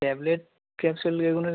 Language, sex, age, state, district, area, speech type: Bengali, male, 45-60, West Bengal, Dakshin Dinajpur, rural, conversation